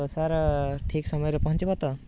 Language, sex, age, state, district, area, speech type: Odia, male, 18-30, Odisha, Rayagada, rural, spontaneous